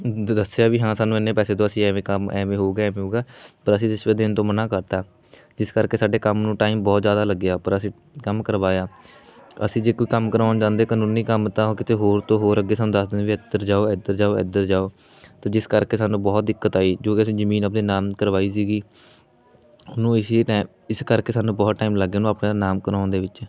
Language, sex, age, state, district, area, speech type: Punjabi, male, 18-30, Punjab, Fatehgarh Sahib, rural, spontaneous